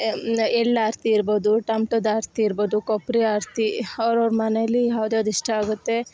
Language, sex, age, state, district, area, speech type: Kannada, female, 18-30, Karnataka, Chikkamagaluru, rural, spontaneous